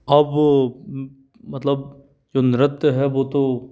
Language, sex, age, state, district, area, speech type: Hindi, male, 45-60, Madhya Pradesh, Bhopal, urban, spontaneous